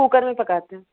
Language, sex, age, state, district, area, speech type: Urdu, female, 30-45, Delhi, East Delhi, urban, conversation